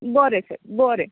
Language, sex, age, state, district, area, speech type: Goan Konkani, female, 18-30, Goa, Tiswadi, rural, conversation